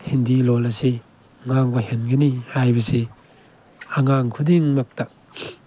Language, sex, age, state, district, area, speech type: Manipuri, male, 18-30, Manipur, Tengnoupal, rural, spontaneous